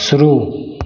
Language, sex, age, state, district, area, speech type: Hindi, male, 18-30, Bihar, Begusarai, rural, read